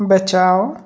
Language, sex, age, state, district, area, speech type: Hindi, male, 30-45, Uttar Pradesh, Sonbhadra, rural, read